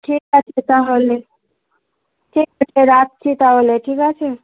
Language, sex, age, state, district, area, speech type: Bengali, female, 30-45, West Bengal, Darjeeling, urban, conversation